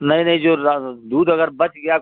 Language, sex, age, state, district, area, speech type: Hindi, male, 60+, Uttar Pradesh, Chandauli, rural, conversation